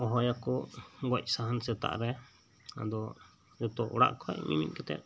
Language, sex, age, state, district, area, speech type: Santali, male, 30-45, West Bengal, Birbhum, rural, spontaneous